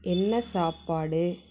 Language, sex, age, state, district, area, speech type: Tamil, female, 18-30, Tamil Nadu, Salem, rural, spontaneous